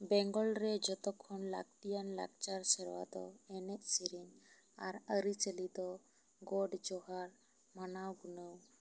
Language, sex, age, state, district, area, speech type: Santali, female, 30-45, West Bengal, Bankura, rural, spontaneous